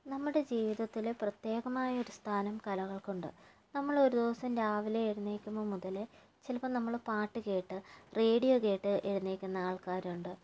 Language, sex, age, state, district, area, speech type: Malayalam, female, 30-45, Kerala, Kannur, rural, spontaneous